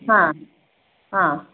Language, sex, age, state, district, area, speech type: Kannada, female, 30-45, Karnataka, Mandya, rural, conversation